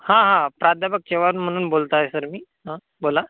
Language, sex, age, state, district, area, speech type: Marathi, male, 18-30, Maharashtra, Washim, rural, conversation